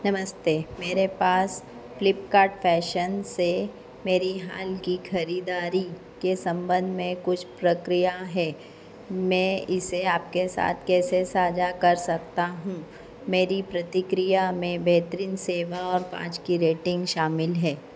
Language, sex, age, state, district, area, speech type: Hindi, female, 45-60, Madhya Pradesh, Harda, urban, read